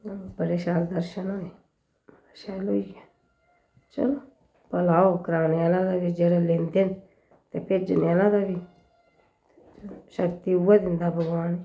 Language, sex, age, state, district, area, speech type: Dogri, female, 60+, Jammu and Kashmir, Jammu, urban, spontaneous